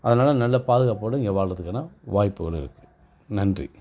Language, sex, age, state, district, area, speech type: Tamil, male, 45-60, Tamil Nadu, Perambalur, rural, spontaneous